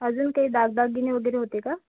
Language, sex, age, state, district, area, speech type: Marathi, female, 30-45, Maharashtra, Amravati, urban, conversation